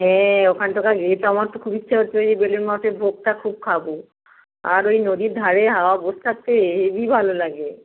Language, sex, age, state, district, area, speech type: Bengali, female, 45-60, West Bengal, Howrah, urban, conversation